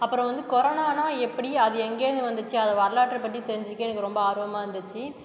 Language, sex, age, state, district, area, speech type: Tamil, female, 30-45, Tamil Nadu, Cuddalore, rural, spontaneous